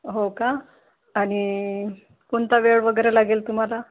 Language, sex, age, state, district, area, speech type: Marathi, female, 45-60, Maharashtra, Akola, urban, conversation